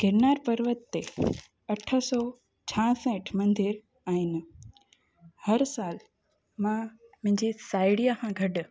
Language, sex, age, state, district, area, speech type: Sindhi, female, 18-30, Gujarat, Junagadh, urban, spontaneous